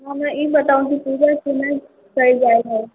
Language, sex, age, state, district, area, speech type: Maithili, female, 45-60, Bihar, Sitamarhi, urban, conversation